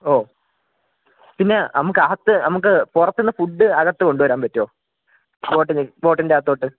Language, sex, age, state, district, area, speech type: Malayalam, male, 18-30, Kerala, Kollam, rural, conversation